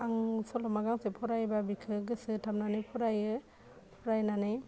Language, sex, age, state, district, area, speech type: Bodo, female, 18-30, Assam, Udalguri, urban, spontaneous